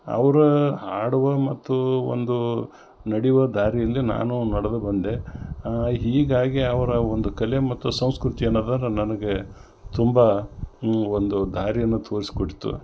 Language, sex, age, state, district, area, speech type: Kannada, male, 60+, Karnataka, Gulbarga, urban, spontaneous